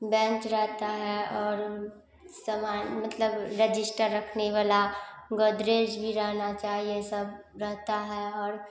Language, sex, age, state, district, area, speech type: Hindi, female, 18-30, Bihar, Samastipur, rural, spontaneous